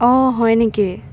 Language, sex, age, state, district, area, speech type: Assamese, female, 18-30, Assam, Golaghat, urban, spontaneous